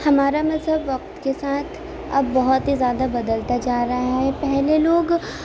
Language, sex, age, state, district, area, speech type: Urdu, female, 18-30, Uttar Pradesh, Gautam Buddha Nagar, urban, spontaneous